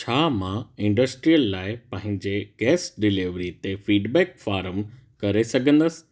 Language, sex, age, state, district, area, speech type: Sindhi, male, 18-30, Gujarat, Kutch, rural, read